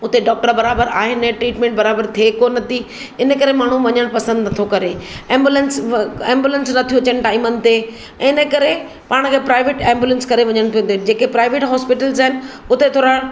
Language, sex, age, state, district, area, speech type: Sindhi, female, 45-60, Maharashtra, Mumbai Suburban, urban, spontaneous